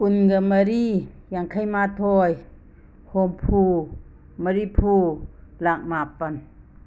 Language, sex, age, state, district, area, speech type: Manipuri, female, 60+, Manipur, Imphal West, rural, spontaneous